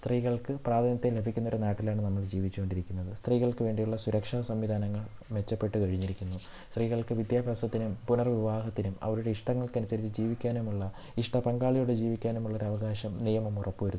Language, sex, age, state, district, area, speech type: Malayalam, male, 18-30, Kerala, Thiruvananthapuram, rural, spontaneous